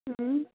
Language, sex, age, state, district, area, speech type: Kashmiri, female, 45-60, Jammu and Kashmir, Baramulla, rural, conversation